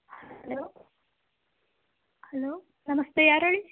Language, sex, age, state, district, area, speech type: Kannada, female, 18-30, Karnataka, Davanagere, urban, conversation